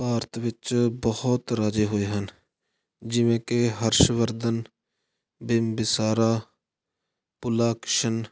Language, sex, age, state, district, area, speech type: Punjabi, male, 18-30, Punjab, Fatehgarh Sahib, rural, spontaneous